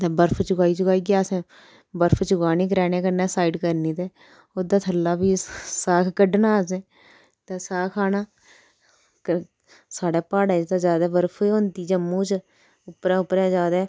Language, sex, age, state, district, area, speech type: Dogri, female, 30-45, Jammu and Kashmir, Udhampur, rural, spontaneous